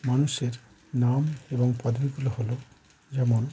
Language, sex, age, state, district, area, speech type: Bengali, male, 45-60, West Bengal, Howrah, urban, spontaneous